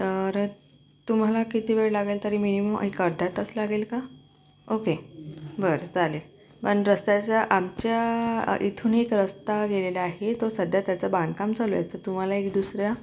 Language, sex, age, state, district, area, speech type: Marathi, female, 30-45, Maharashtra, Akola, urban, spontaneous